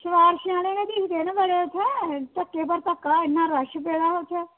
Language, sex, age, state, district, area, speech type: Dogri, female, 60+, Jammu and Kashmir, Kathua, rural, conversation